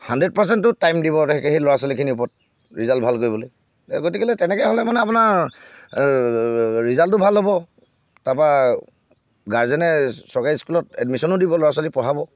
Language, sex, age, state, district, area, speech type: Assamese, male, 60+, Assam, Charaideo, urban, spontaneous